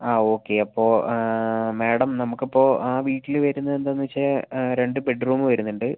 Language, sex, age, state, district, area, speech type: Malayalam, male, 18-30, Kerala, Wayanad, rural, conversation